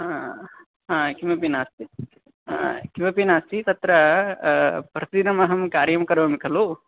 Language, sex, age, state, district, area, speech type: Sanskrit, male, 18-30, Andhra Pradesh, Guntur, urban, conversation